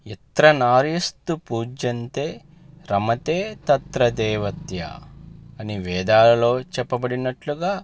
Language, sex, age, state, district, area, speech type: Telugu, male, 30-45, Andhra Pradesh, Palnadu, urban, spontaneous